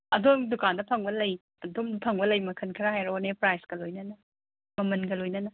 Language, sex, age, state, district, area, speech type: Manipuri, female, 30-45, Manipur, Imphal East, rural, conversation